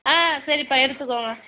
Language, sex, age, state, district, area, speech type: Tamil, female, 60+, Tamil Nadu, Mayiladuthurai, urban, conversation